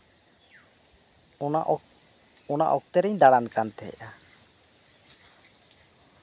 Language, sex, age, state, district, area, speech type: Santali, male, 30-45, West Bengal, Birbhum, rural, spontaneous